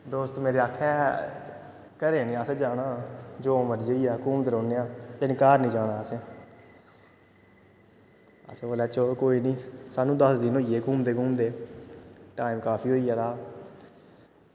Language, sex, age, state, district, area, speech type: Dogri, male, 18-30, Jammu and Kashmir, Kathua, rural, spontaneous